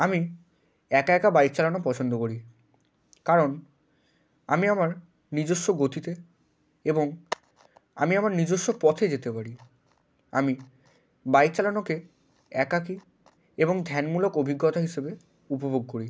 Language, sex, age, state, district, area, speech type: Bengali, male, 18-30, West Bengal, Hooghly, urban, spontaneous